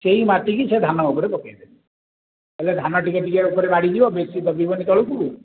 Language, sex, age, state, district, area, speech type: Odia, male, 45-60, Odisha, Khordha, rural, conversation